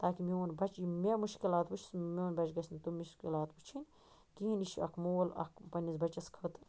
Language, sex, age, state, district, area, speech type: Kashmiri, female, 30-45, Jammu and Kashmir, Baramulla, rural, spontaneous